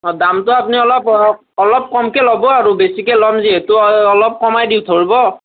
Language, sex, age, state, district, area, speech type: Assamese, male, 18-30, Assam, Nalbari, rural, conversation